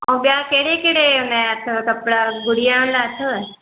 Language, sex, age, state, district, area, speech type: Sindhi, female, 30-45, Madhya Pradesh, Katni, urban, conversation